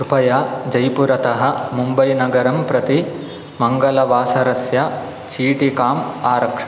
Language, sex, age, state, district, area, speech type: Sanskrit, male, 18-30, Karnataka, Shimoga, rural, read